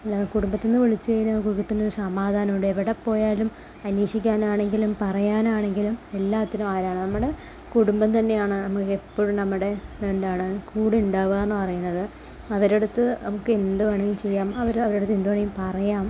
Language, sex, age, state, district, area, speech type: Malayalam, female, 60+, Kerala, Palakkad, rural, spontaneous